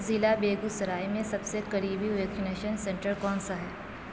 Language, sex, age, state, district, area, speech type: Urdu, female, 18-30, Uttar Pradesh, Aligarh, urban, read